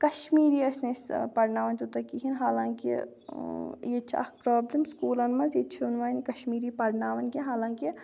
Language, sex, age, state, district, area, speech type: Kashmiri, female, 18-30, Jammu and Kashmir, Shopian, urban, spontaneous